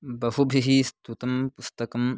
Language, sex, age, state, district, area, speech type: Sanskrit, male, 18-30, Karnataka, Chikkamagaluru, rural, spontaneous